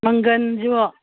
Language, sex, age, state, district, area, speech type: Manipuri, female, 45-60, Manipur, Imphal East, rural, conversation